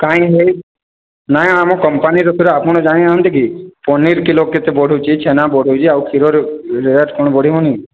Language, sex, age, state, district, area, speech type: Odia, male, 18-30, Odisha, Boudh, rural, conversation